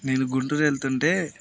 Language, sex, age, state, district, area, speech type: Telugu, male, 18-30, Andhra Pradesh, Bapatla, rural, spontaneous